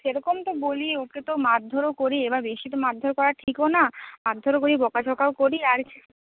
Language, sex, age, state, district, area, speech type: Bengali, female, 30-45, West Bengal, Purba Medinipur, rural, conversation